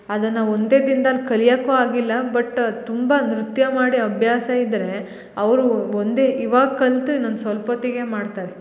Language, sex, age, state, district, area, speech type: Kannada, female, 18-30, Karnataka, Hassan, rural, spontaneous